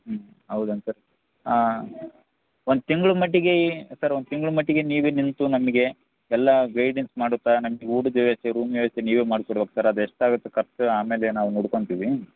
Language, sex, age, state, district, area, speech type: Kannada, male, 18-30, Karnataka, Bellary, rural, conversation